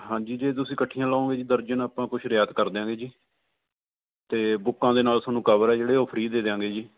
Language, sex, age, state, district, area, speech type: Punjabi, male, 30-45, Punjab, Barnala, rural, conversation